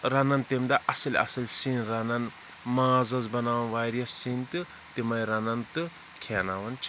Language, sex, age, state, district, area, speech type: Kashmiri, male, 30-45, Jammu and Kashmir, Shopian, rural, spontaneous